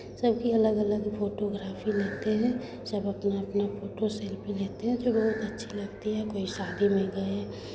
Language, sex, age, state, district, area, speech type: Hindi, female, 30-45, Bihar, Begusarai, rural, spontaneous